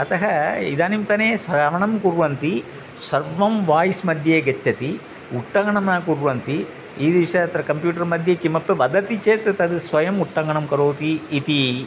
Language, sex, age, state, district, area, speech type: Sanskrit, male, 60+, Tamil Nadu, Thanjavur, urban, spontaneous